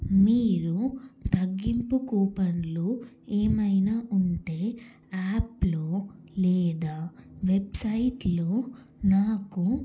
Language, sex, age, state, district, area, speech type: Telugu, female, 18-30, Telangana, Karimnagar, urban, spontaneous